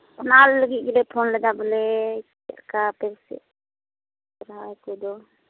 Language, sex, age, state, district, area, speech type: Santali, female, 18-30, West Bengal, Uttar Dinajpur, rural, conversation